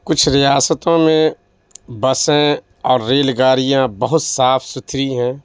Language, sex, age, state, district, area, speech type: Urdu, male, 30-45, Bihar, Madhubani, rural, spontaneous